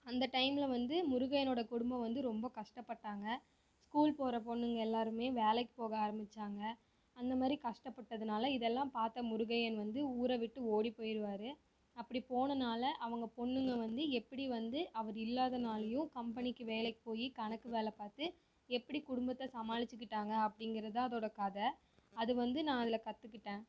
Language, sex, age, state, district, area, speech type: Tamil, female, 18-30, Tamil Nadu, Coimbatore, rural, spontaneous